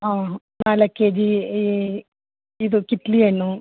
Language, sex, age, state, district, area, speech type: Kannada, female, 60+, Karnataka, Mandya, rural, conversation